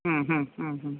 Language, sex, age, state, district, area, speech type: Malayalam, female, 30-45, Kerala, Pathanamthitta, rural, conversation